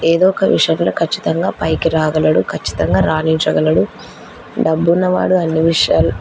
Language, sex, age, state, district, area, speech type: Telugu, female, 18-30, Andhra Pradesh, Kurnool, rural, spontaneous